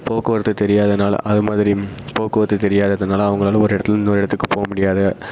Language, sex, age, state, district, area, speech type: Tamil, male, 18-30, Tamil Nadu, Perambalur, rural, spontaneous